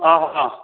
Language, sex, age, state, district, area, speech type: Odia, male, 60+, Odisha, Angul, rural, conversation